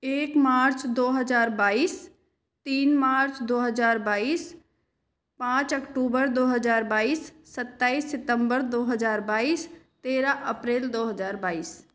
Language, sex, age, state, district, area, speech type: Hindi, female, 60+, Rajasthan, Jaipur, urban, spontaneous